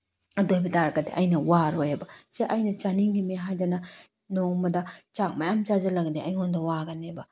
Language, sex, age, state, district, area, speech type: Manipuri, female, 18-30, Manipur, Tengnoupal, rural, spontaneous